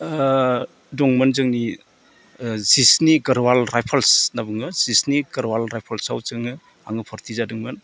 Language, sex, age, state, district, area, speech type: Bodo, male, 45-60, Assam, Udalguri, rural, spontaneous